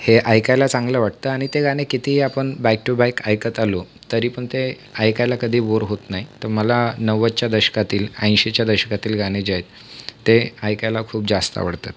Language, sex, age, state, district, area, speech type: Marathi, male, 18-30, Maharashtra, Thane, urban, spontaneous